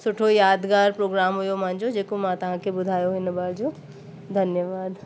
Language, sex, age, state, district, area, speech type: Sindhi, female, 30-45, Uttar Pradesh, Lucknow, urban, spontaneous